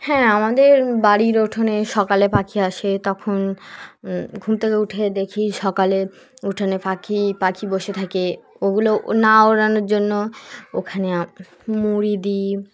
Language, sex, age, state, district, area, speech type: Bengali, female, 18-30, West Bengal, Dakshin Dinajpur, urban, spontaneous